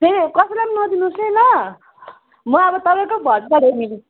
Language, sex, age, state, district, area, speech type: Nepali, female, 45-60, West Bengal, Jalpaiguri, urban, conversation